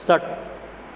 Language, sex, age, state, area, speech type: Sanskrit, male, 18-30, Madhya Pradesh, rural, read